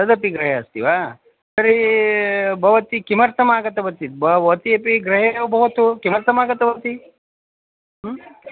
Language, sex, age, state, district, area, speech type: Sanskrit, male, 45-60, Karnataka, Vijayapura, urban, conversation